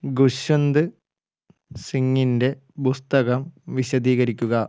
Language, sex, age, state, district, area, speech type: Malayalam, male, 45-60, Kerala, Wayanad, rural, read